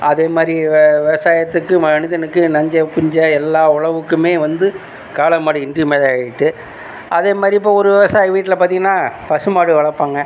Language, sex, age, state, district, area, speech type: Tamil, male, 45-60, Tamil Nadu, Tiruchirappalli, rural, spontaneous